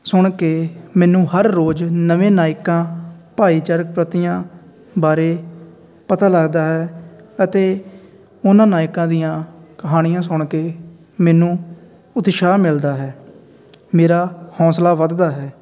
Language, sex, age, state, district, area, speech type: Punjabi, male, 18-30, Punjab, Faridkot, rural, spontaneous